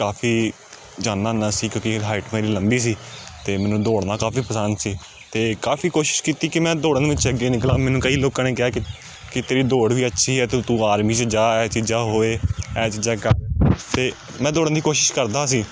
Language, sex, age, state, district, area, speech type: Punjabi, male, 30-45, Punjab, Amritsar, urban, spontaneous